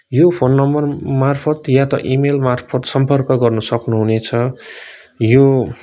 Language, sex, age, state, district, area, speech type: Nepali, male, 30-45, West Bengal, Kalimpong, rural, spontaneous